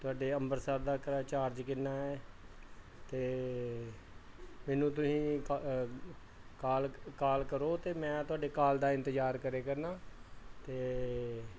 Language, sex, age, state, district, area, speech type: Punjabi, male, 45-60, Punjab, Pathankot, rural, spontaneous